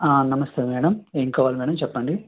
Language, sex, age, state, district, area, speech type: Telugu, male, 18-30, Andhra Pradesh, East Godavari, rural, conversation